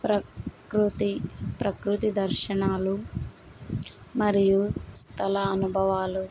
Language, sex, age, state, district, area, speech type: Telugu, female, 30-45, Andhra Pradesh, N T Rama Rao, urban, spontaneous